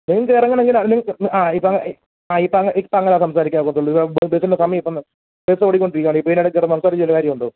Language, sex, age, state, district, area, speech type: Malayalam, male, 30-45, Kerala, Pathanamthitta, rural, conversation